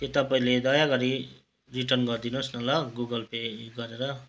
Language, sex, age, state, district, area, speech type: Nepali, male, 45-60, West Bengal, Kalimpong, rural, spontaneous